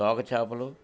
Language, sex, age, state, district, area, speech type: Telugu, male, 60+, Andhra Pradesh, Guntur, urban, spontaneous